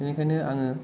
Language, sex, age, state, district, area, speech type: Bodo, male, 18-30, Assam, Kokrajhar, rural, spontaneous